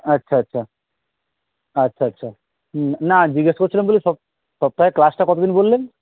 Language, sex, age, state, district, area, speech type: Bengali, male, 18-30, West Bengal, Uttar Dinajpur, rural, conversation